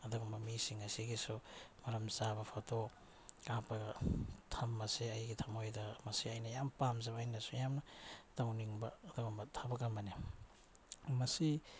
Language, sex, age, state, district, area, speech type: Manipuri, male, 45-60, Manipur, Bishnupur, rural, spontaneous